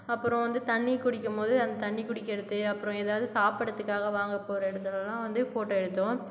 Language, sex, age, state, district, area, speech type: Tamil, female, 60+, Tamil Nadu, Cuddalore, rural, spontaneous